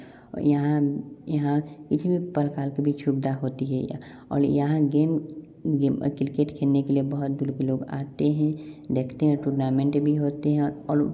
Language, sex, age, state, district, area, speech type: Hindi, male, 18-30, Bihar, Samastipur, rural, spontaneous